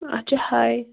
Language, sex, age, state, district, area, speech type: Kashmiri, female, 18-30, Jammu and Kashmir, Anantnag, rural, conversation